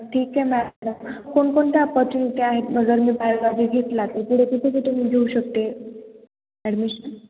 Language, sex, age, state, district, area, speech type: Marathi, female, 18-30, Maharashtra, Ahmednagar, rural, conversation